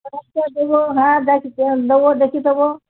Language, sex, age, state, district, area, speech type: Bengali, female, 60+, West Bengal, Uttar Dinajpur, urban, conversation